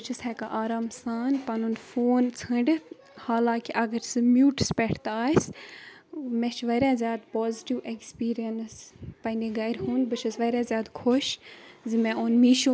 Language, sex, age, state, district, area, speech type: Kashmiri, female, 30-45, Jammu and Kashmir, Baramulla, rural, spontaneous